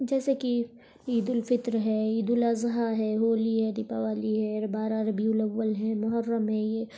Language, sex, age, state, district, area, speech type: Urdu, female, 45-60, Uttar Pradesh, Lucknow, rural, spontaneous